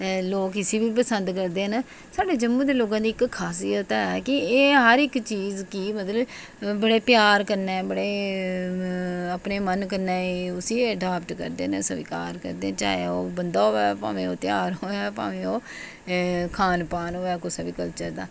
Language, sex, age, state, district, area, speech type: Dogri, female, 45-60, Jammu and Kashmir, Jammu, urban, spontaneous